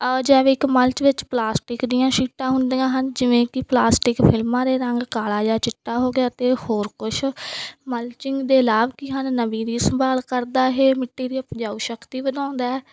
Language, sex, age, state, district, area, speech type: Punjabi, female, 30-45, Punjab, Mansa, urban, spontaneous